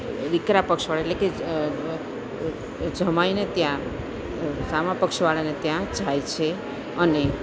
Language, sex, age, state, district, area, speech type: Gujarati, female, 45-60, Gujarat, Junagadh, urban, spontaneous